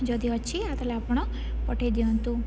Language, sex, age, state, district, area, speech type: Odia, female, 18-30, Odisha, Rayagada, rural, spontaneous